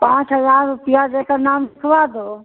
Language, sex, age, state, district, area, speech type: Hindi, female, 60+, Uttar Pradesh, Mau, rural, conversation